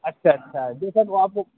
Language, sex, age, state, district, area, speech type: Urdu, male, 18-30, Delhi, South Delhi, urban, conversation